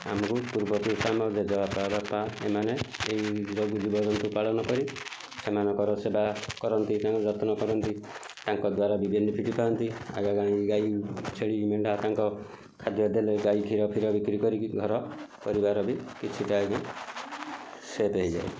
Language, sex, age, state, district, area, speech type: Odia, male, 45-60, Odisha, Kendujhar, urban, spontaneous